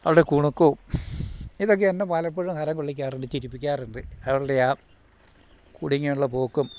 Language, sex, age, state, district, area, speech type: Malayalam, male, 60+, Kerala, Idukki, rural, spontaneous